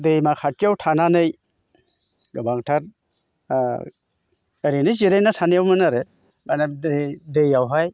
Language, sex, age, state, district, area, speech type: Bodo, male, 60+, Assam, Chirang, rural, spontaneous